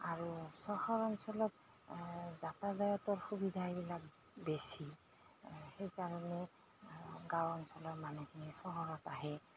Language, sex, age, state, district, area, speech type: Assamese, female, 45-60, Assam, Goalpara, urban, spontaneous